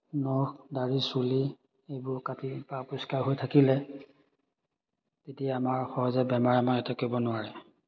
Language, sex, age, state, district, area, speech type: Assamese, male, 30-45, Assam, Majuli, urban, spontaneous